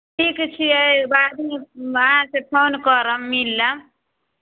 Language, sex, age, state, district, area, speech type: Maithili, female, 30-45, Bihar, Samastipur, rural, conversation